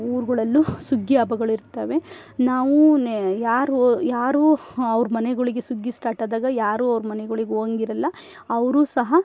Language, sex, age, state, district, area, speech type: Kannada, female, 45-60, Karnataka, Chikkamagaluru, rural, spontaneous